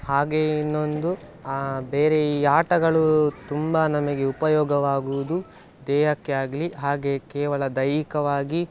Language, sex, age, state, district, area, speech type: Kannada, male, 18-30, Karnataka, Dakshina Kannada, rural, spontaneous